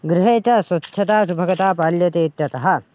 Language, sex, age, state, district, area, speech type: Sanskrit, male, 18-30, Karnataka, Raichur, urban, spontaneous